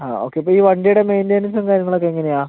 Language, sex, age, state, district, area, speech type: Malayalam, male, 45-60, Kerala, Palakkad, rural, conversation